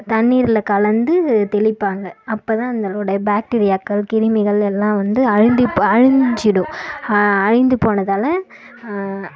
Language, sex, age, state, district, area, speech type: Tamil, female, 18-30, Tamil Nadu, Kallakurichi, rural, spontaneous